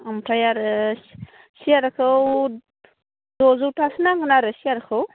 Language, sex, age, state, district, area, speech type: Bodo, female, 18-30, Assam, Udalguri, urban, conversation